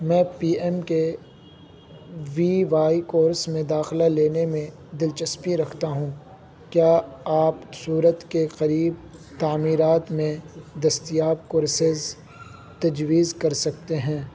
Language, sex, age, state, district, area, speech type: Urdu, male, 18-30, Uttar Pradesh, Saharanpur, urban, read